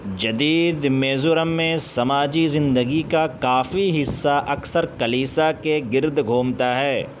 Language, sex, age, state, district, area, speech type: Urdu, male, 18-30, Uttar Pradesh, Saharanpur, urban, read